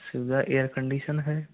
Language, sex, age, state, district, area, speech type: Hindi, male, 60+, Rajasthan, Jaipur, urban, conversation